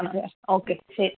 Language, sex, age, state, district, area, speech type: Malayalam, female, 18-30, Kerala, Palakkad, rural, conversation